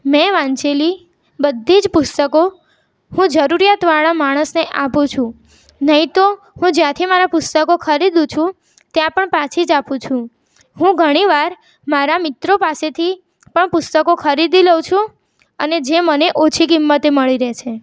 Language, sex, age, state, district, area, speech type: Gujarati, female, 18-30, Gujarat, Mehsana, rural, spontaneous